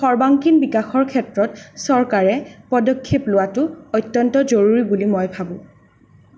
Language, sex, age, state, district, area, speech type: Assamese, female, 18-30, Assam, Sonitpur, urban, spontaneous